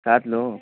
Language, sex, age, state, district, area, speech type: Hindi, male, 18-30, Uttar Pradesh, Varanasi, rural, conversation